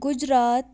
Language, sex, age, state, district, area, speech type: Kashmiri, male, 18-30, Jammu and Kashmir, Bandipora, rural, spontaneous